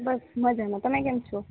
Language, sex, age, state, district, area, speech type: Gujarati, female, 18-30, Gujarat, Rajkot, rural, conversation